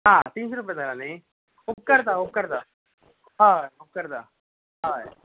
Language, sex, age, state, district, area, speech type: Goan Konkani, male, 18-30, Goa, Bardez, urban, conversation